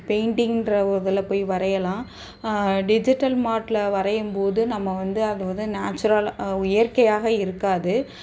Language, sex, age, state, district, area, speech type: Tamil, female, 45-60, Tamil Nadu, Chennai, urban, spontaneous